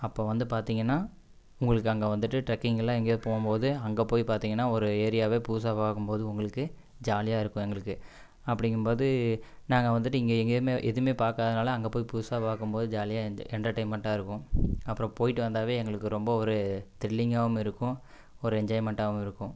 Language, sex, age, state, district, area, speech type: Tamil, male, 18-30, Tamil Nadu, Coimbatore, rural, spontaneous